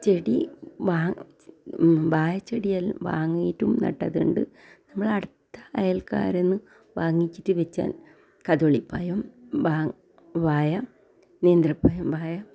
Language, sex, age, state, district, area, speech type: Malayalam, female, 60+, Kerala, Kasaragod, rural, spontaneous